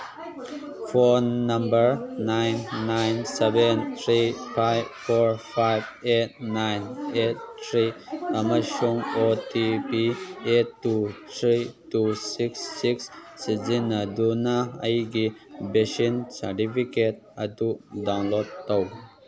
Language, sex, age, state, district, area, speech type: Manipuri, male, 18-30, Manipur, Kangpokpi, urban, read